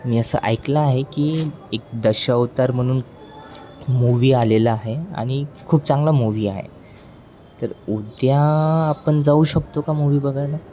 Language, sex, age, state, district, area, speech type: Marathi, male, 18-30, Maharashtra, Wardha, urban, spontaneous